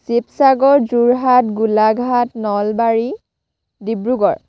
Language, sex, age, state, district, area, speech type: Assamese, female, 45-60, Assam, Sivasagar, rural, spontaneous